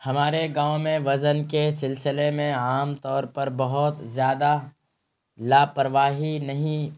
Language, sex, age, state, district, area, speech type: Urdu, male, 30-45, Bihar, Araria, rural, spontaneous